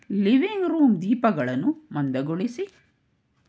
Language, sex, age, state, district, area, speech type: Kannada, female, 45-60, Karnataka, Tumkur, urban, read